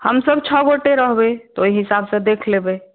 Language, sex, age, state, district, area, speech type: Maithili, female, 60+, Bihar, Madhubani, rural, conversation